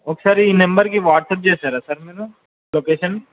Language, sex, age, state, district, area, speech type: Telugu, male, 18-30, Telangana, Hyderabad, urban, conversation